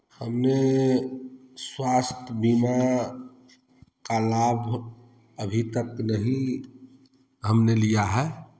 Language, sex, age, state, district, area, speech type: Hindi, male, 30-45, Bihar, Samastipur, rural, spontaneous